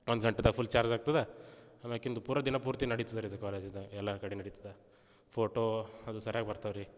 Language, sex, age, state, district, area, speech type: Kannada, male, 18-30, Karnataka, Gulbarga, rural, spontaneous